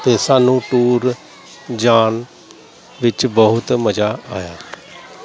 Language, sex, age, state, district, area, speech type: Punjabi, male, 30-45, Punjab, Gurdaspur, rural, spontaneous